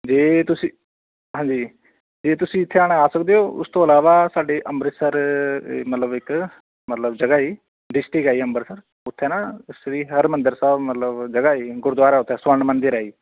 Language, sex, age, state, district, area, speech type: Punjabi, male, 30-45, Punjab, Shaheed Bhagat Singh Nagar, rural, conversation